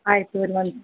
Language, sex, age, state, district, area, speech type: Kannada, female, 60+, Karnataka, Belgaum, rural, conversation